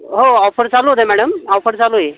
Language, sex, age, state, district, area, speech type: Marathi, male, 45-60, Maharashtra, Buldhana, rural, conversation